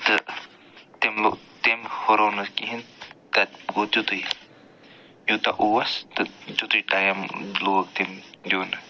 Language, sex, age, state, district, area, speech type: Kashmiri, male, 45-60, Jammu and Kashmir, Budgam, urban, spontaneous